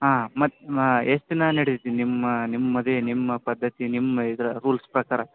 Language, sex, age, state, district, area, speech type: Kannada, male, 18-30, Karnataka, Gadag, rural, conversation